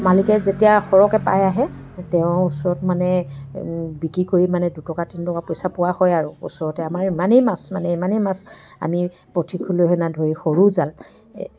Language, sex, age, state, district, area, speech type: Assamese, female, 60+, Assam, Dibrugarh, rural, spontaneous